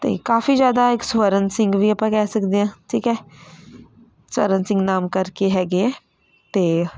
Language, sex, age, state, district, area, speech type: Punjabi, female, 18-30, Punjab, Patiala, urban, spontaneous